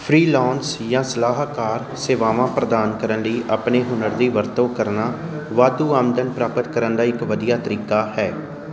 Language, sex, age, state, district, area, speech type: Punjabi, male, 30-45, Punjab, Amritsar, urban, read